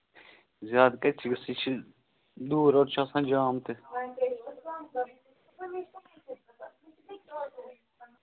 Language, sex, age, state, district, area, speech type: Kashmiri, male, 18-30, Jammu and Kashmir, Budgam, rural, conversation